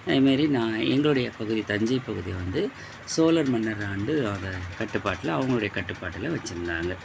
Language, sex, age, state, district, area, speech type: Tamil, male, 45-60, Tamil Nadu, Thanjavur, rural, spontaneous